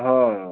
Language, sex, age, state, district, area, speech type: Hindi, male, 45-60, Uttar Pradesh, Chandauli, rural, conversation